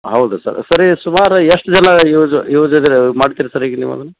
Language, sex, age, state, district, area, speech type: Kannada, male, 45-60, Karnataka, Dharwad, urban, conversation